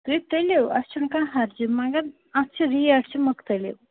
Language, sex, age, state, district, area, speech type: Kashmiri, female, 18-30, Jammu and Kashmir, Srinagar, urban, conversation